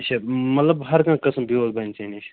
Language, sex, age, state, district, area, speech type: Kashmiri, male, 18-30, Jammu and Kashmir, Bandipora, rural, conversation